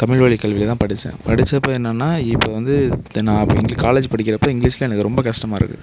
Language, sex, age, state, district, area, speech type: Tamil, male, 18-30, Tamil Nadu, Mayiladuthurai, urban, spontaneous